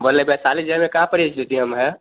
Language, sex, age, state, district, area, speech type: Hindi, male, 18-30, Bihar, Vaishali, rural, conversation